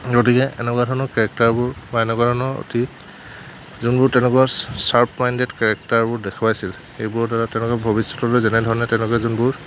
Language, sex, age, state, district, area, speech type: Assamese, male, 18-30, Assam, Lakhimpur, rural, spontaneous